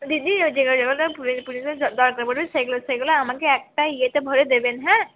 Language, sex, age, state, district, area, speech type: Bengali, female, 60+, West Bengal, Purba Bardhaman, rural, conversation